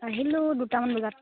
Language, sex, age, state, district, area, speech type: Assamese, female, 18-30, Assam, Charaideo, urban, conversation